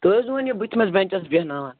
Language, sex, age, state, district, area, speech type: Kashmiri, male, 18-30, Jammu and Kashmir, Srinagar, urban, conversation